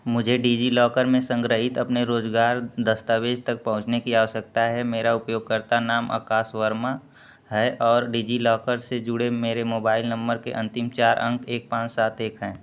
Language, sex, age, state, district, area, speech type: Hindi, male, 18-30, Uttar Pradesh, Mau, urban, read